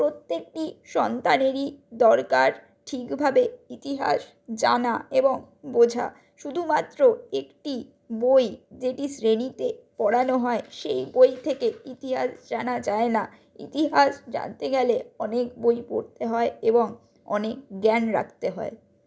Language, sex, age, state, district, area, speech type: Bengali, female, 60+, West Bengal, Purulia, urban, spontaneous